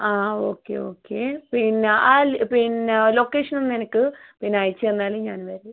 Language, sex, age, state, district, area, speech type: Malayalam, female, 30-45, Kerala, Wayanad, rural, conversation